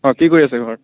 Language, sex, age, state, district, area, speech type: Assamese, male, 18-30, Assam, Kamrup Metropolitan, urban, conversation